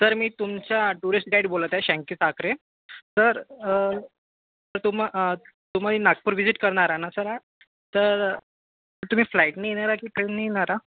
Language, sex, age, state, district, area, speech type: Marathi, female, 18-30, Maharashtra, Nagpur, urban, conversation